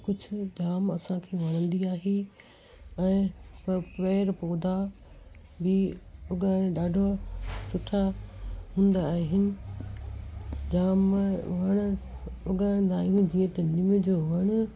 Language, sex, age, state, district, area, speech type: Sindhi, female, 60+, Gujarat, Kutch, urban, spontaneous